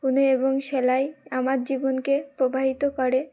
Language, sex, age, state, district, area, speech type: Bengali, female, 18-30, West Bengal, Uttar Dinajpur, urban, spontaneous